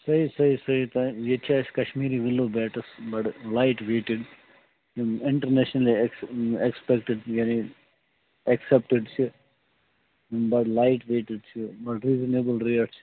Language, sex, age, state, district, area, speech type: Kashmiri, male, 30-45, Jammu and Kashmir, Bandipora, rural, conversation